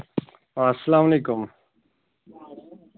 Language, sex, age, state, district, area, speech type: Kashmiri, male, 18-30, Jammu and Kashmir, Bandipora, rural, conversation